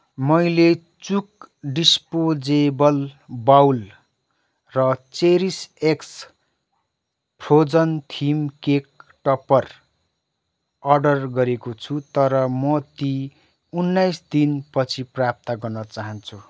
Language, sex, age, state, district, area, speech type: Nepali, male, 30-45, West Bengal, Kalimpong, rural, read